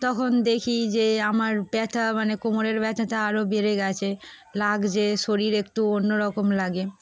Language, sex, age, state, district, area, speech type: Bengali, female, 18-30, West Bengal, Darjeeling, urban, spontaneous